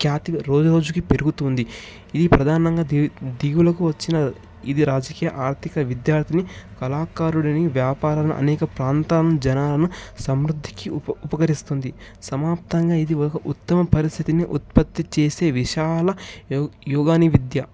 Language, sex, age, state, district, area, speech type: Telugu, male, 18-30, Telangana, Ranga Reddy, urban, spontaneous